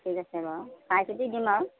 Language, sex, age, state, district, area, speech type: Assamese, female, 60+, Assam, Golaghat, rural, conversation